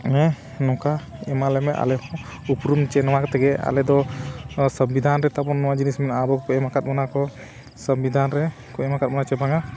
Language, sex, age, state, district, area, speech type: Santali, male, 30-45, Jharkhand, Bokaro, rural, spontaneous